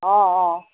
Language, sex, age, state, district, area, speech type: Assamese, female, 60+, Assam, Majuli, urban, conversation